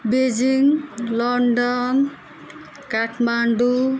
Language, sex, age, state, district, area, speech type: Nepali, female, 45-60, West Bengal, Darjeeling, rural, spontaneous